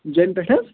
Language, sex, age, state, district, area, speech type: Kashmiri, male, 30-45, Jammu and Kashmir, Budgam, rural, conversation